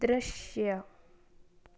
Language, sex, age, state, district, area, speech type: Kannada, female, 18-30, Karnataka, Tumkur, rural, read